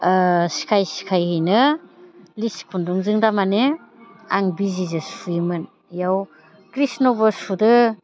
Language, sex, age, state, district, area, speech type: Bodo, female, 60+, Assam, Baksa, rural, spontaneous